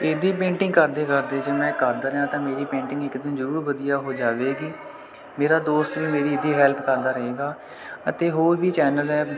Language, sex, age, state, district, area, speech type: Punjabi, male, 18-30, Punjab, Kapurthala, rural, spontaneous